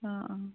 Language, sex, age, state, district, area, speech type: Assamese, female, 45-60, Assam, Lakhimpur, rural, conversation